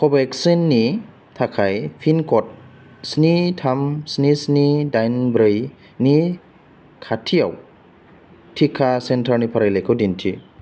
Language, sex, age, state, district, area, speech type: Bodo, male, 30-45, Assam, Chirang, rural, read